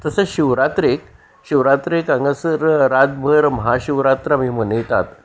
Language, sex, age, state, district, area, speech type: Goan Konkani, male, 60+, Goa, Salcete, rural, spontaneous